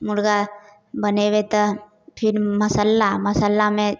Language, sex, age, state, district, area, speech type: Maithili, female, 18-30, Bihar, Samastipur, rural, spontaneous